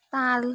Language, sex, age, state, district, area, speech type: Assamese, female, 18-30, Assam, Kamrup Metropolitan, urban, spontaneous